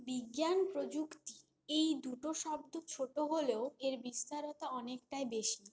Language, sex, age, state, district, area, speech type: Bengali, female, 18-30, West Bengal, Purulia, urban, spontaneous